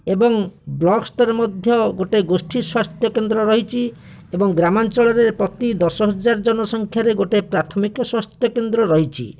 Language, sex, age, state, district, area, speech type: Odia, male, 18-30, Odisha, Bhadrak, rural, spontaneous